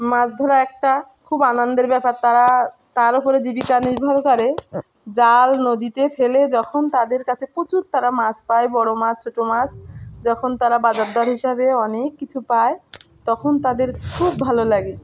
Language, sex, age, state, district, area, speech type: Bengali, female, 30-45, West Bengal, Dakshin Dinajpur, urban, spontaneous